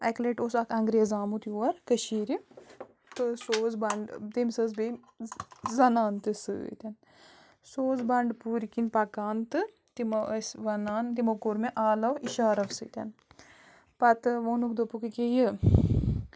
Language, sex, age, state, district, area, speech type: Kashmiri, female, 30-45, Jammu and Kashmir, Bandipora, rural, spontaneous